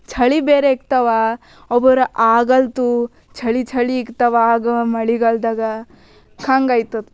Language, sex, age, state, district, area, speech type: Kannada, female, 18-30, Karnataka, Bidar, urban, spontaneous